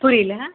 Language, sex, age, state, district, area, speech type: Tamil, female, 18-30, Tamil Nadu, Ranipet, urban, conversation